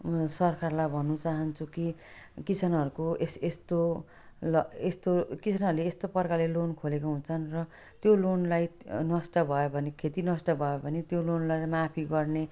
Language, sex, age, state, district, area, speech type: Nepali, female, 45-60, West Bengal, Jalpaiguri, rural, spontaneous